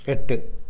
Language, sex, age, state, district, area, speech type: Tamil, male, 60+, Tamil Nadu, Coimbatore, urban, read